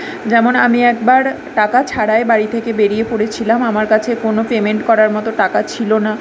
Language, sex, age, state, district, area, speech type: Bengali, female, 18-30, West Bengal, Kolkata, urban, spontaneous